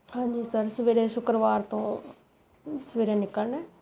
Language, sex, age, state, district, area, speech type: Punjabi, female, 30-45, Punjab, Rupnagar, rural, spontaneous